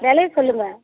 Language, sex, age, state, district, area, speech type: Tamil, female, 60+, Tamil Nadu, Tiruvannamalai, rural, conversation